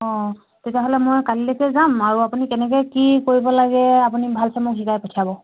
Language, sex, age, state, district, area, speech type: Assamese, female, 45-60, Assam, Charaideo, rural, conversation